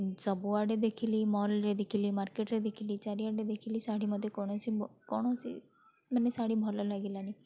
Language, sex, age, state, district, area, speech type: Odia, female, 45-60, Odisha, Bhadrak, rural, spontaneous